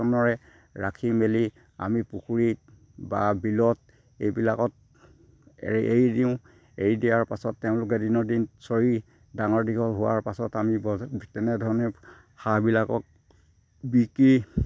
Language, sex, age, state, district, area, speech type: Assamese, male, 60+, Assam, Sivasagar, rural, spontaneous